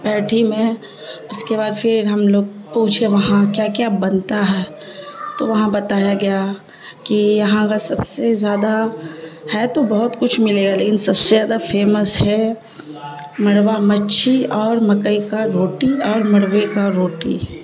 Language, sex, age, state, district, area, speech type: Urdu, female, 30-45, Bihar, Darbhanga, urban, spontaneous